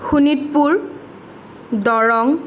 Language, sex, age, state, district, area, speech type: Assamese, female, 18-30, Assam, Sonitpur, urban, spontaneous